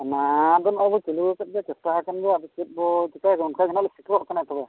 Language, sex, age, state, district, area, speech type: Santali, male, 45-60, Odisha, Mayurbhanj, rural, conversation